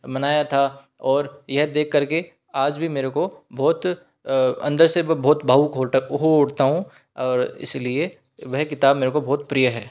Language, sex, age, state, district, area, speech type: Hindi, male, 18-30, Rajasthan, Jaipur, urban, spontaneous